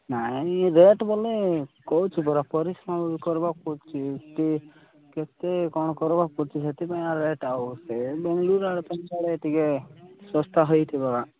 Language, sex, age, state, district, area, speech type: Odia, male, 18-30, Odisha, Koraput, urban, conversation